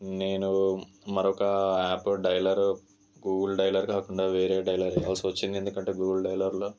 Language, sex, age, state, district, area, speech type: Telugu, male, 18-30, Telangana, Ranga Reddy, rural, spontaneous